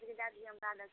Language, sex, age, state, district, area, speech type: Maithili, female, 18-30, Bihar, Purnia, rural, conversation